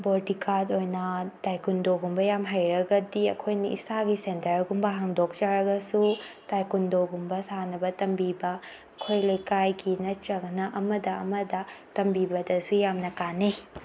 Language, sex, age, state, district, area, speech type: Manipuri, female, 18-30, Manipur, Tengnoupal, urban, spontaneous